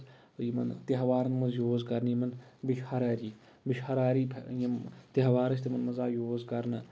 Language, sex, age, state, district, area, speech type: Kashmiri, male, 30-45, Jammu and Kashmir, Shopian, rural, spontaneous